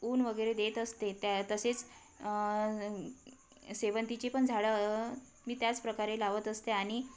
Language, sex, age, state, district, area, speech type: Marathi, female, 30-45, Maharashtra, Wardha, rural, spontaneous